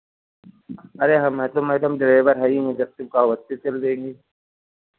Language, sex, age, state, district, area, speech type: Hindi, male, 45-60, Uttar Pradesh, Lucknow, rural, conversation